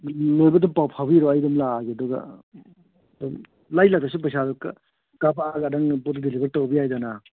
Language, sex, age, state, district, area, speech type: Manipuri, male, 30-45, Manipur, Thoubal, rural, conversation